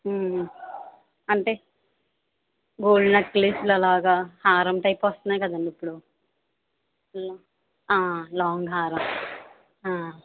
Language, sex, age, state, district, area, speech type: Telugu, female, 45-60, Andhra Pradesh, Konaseema, urban, conversation